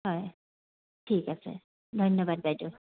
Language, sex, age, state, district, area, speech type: Assamese, female, 30-45, Assam, Kamrup Metropolitan, urban, conversation